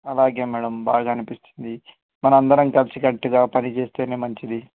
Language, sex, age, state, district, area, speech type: Telugu, male, 18-30, Telangana, Hyderabad, urban, conversation